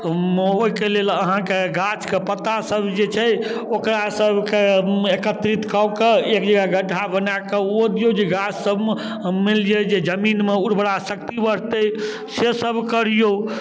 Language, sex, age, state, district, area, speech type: Maithili, male, 60+, Bihar, Darbhanga, rural, spontaneous